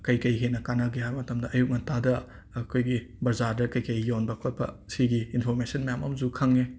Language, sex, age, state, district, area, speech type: Manipuri, male, 30-45, Manipur, Imphal West, urban, spontaneous